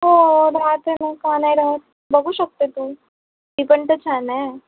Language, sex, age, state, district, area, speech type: Marathi, female, 18-30, Maharashtra, Nagpur, urban, conversation